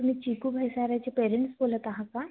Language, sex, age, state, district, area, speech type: Marathi, female, 45-60, Maharashtra, Nagpur, urban, conversation